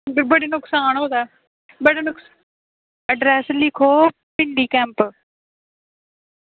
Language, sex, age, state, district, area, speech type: Dogri, female, 18-30, Jammu and Kashmir, Samba, rural, conversation